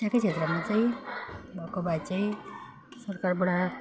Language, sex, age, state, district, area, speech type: Nepali, female, 30-45, West Bengal, Jalpaiguri, rural, spontaneous